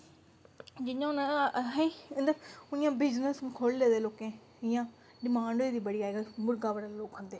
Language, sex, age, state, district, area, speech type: Dogri, female, 30-45, Jammu and Kashmir, Samba, rural, spontaneous